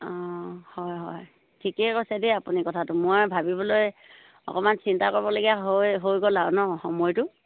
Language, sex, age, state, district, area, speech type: Assamese, female, 45-60, Assam, Sivasagar, rural, conversation